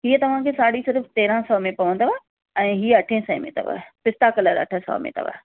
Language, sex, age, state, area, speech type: Sindhi, female, 30-45, Maharashtra, urban, conversation